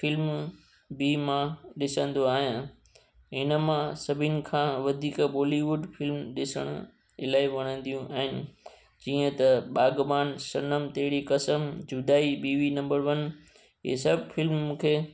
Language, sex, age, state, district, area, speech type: Sindhi, male, 30-45, Gujarat, Junagadh, rural, spontaneous